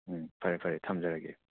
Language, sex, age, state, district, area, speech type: Manipuri, male, 30-45, Manipur, Churachandpur, rural, conversation